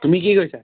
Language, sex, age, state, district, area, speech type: Assamese, male, 18-30, Assam, Tinsukia, rural, conversation